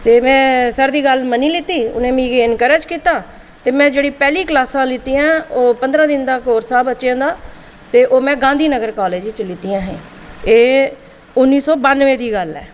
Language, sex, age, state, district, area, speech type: Dogri, female, 45-60, Jammu and Kashmir, Jammu, urban, spontaneous